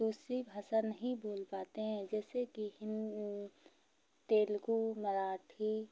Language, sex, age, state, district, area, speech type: Hindi, female, 30-45, Madhya Pradesh, Hoshangabad, urban, spontaneous